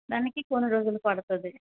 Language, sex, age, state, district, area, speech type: Telugu, female, 18-30, Andhra Pradesh, Vizianagaram, rural, conversation